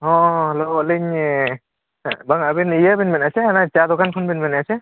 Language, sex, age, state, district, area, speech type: Santali, male, 45-60, Odisha, Mayurbhanj, rural, conversation